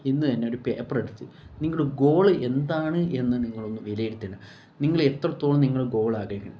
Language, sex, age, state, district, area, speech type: Malayalam, male, 18-30, Kerala, Kollam, rural, spontaneous